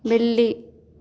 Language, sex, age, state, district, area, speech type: Hindi, female, 18-30, Madhya Pradesh, Hoshangabad, urban, read